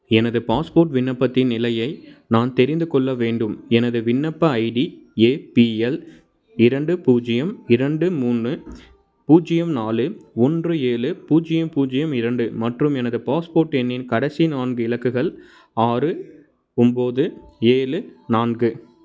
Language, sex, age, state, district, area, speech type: Tamil, male, 18-30, Tamil Nadu, Dharmapuri, rural, read